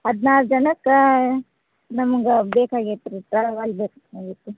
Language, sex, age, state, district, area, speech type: Kannada, female, 30-45, Karnataka, Bagalkot, rural, conversation